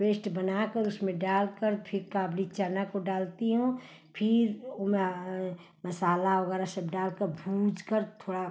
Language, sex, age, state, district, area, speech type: Hindi, female, 45-60, Uttar Pradesh, Ghazipur, urban, spontaneous